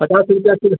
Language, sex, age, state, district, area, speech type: Hindi, male, 60+, Uttar Pradesh, Mau, rural, conversation